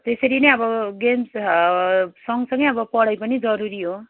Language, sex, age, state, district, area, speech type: Nepali, female, 30-45, West Bengal, Darjeeling, rural, conversation